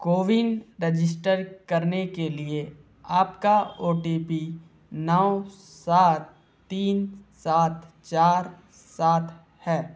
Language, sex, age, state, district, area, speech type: Hindi, male, 18-30, Madhya Pradesh, Bhopal, urban, read